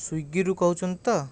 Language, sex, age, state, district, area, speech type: Odia, male, 45-60, Odisha, Khordha, rural, spontaneous